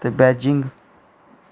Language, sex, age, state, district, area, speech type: Dogri, male, 18-30, Jammu and Kashmir, Reasi, rural, spontaneous